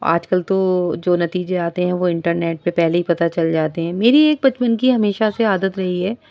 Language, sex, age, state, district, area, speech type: Urdu, female, 30-45, Delhi, South Delhi, rural, spontaneous